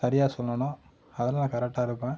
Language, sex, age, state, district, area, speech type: Tamil, male, 30-45, Tamil Nadu, Tiruppur, rural, spontaneous